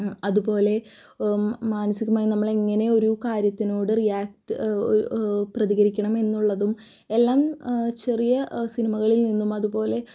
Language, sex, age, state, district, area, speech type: Malayalam, female, 18-30, Kerala, Thrissur, rural, spontaneous